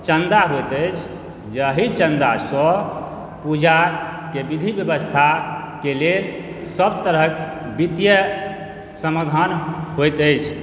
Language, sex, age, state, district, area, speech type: Maithili, male, 45-60, Bihar, Supaul, rural, spontaneous